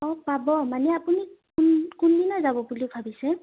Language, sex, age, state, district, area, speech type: Assamese, female, 18-30, Assam, Udalguri, rural, conversation